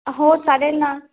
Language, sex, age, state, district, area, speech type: Marathi, female, 18-30, Maharashtra, Washim, rural, conversation